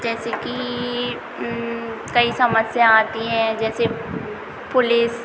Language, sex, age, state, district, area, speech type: Hindi, female, 30-45, Madhya Pradesh, Hoshangabad, rural, spontaneous